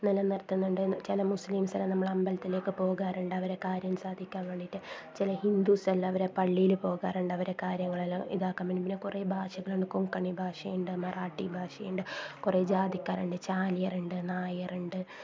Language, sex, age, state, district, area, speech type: Malayalam, female, 30-45, Kerala, Kasaragod, rural, spontaneous